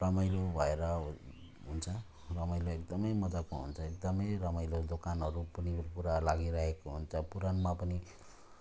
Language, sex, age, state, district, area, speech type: Nepali, male, 45-60, West Bengal, Jalpaiguri, rural, spontaneous